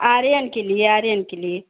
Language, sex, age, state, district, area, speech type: Hindi, female, 45-60, Uttar Pradesh, Bhadohi, urban, conversation